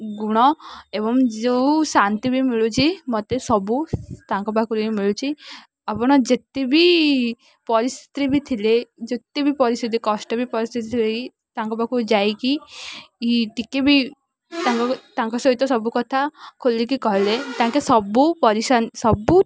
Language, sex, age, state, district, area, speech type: Odia, female, 18-30, Odisha, Ganjam, urban, spontaneous